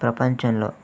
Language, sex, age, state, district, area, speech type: Telugu, male, 18-30, Andhra Pradesh, Eluru, urban, spontaneous